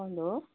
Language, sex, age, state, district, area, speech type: Nepali, female, 30-45, West Bengal, Kalimpong, rural, conversation